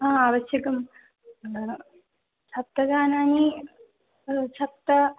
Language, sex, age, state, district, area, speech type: Sanskrit, female, 18-30, Kerala, Thrissur, urban, conversation